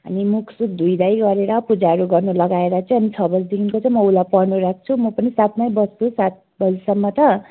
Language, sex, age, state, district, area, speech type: Nepali, female, 30-45, West Bengal, Kalimpong, rural, conversation